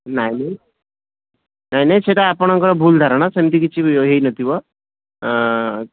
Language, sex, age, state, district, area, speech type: Odia, male, 30-45, Odisha, Sambalpur, rural, conversation